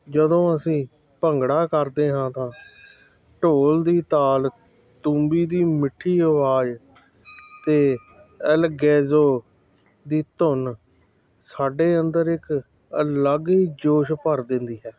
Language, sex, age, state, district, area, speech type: Punjabi, male, 45-60, Punjab, Hoshiarpur, urban, spontaneous